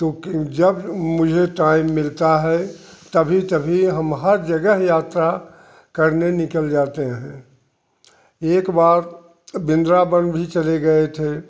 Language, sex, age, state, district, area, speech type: Hindi, male, 60+, Uttar Pradesh, Jaunpur, rural, spontaneous